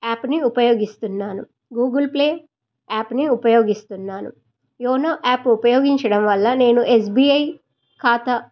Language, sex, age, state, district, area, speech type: Telugu, female, 45-60, Telangana, Medchal, rural, spontaneous